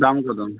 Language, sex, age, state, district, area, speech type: Bengali, male, 30-45, West Bengal, Howrah, urban, conversation